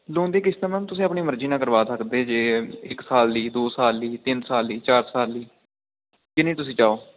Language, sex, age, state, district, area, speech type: Punjabi, male, 18-30, Punjab, Amritsar, urban, conversation